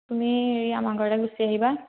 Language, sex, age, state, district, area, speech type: Assamese, female, 18-30, Assam, Majuli, urban, conversation